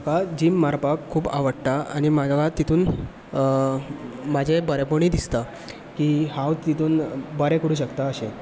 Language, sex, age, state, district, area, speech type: Goan Konkani, male, 18-30, Goa, Bardez, rural, spontaneous